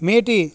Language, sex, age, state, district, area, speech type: Kannada, male, 45-60, Karnataka, Gadag, rural, spontaneous